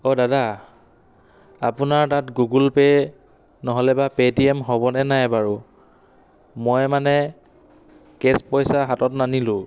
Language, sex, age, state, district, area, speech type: Assamese, male, 30-45, Assam, Dhemaji, rural, spontaneous